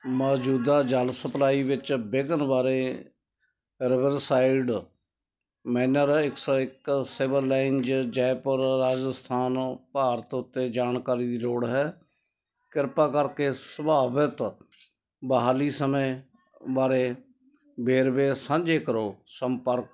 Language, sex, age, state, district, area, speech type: Punjabi, male, 60+, Punjab, Ludhiana, rural, read